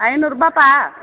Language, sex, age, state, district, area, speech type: Tamil, female, 45-60, Tamil Nadu, Tiruvannamalai, urban, conversation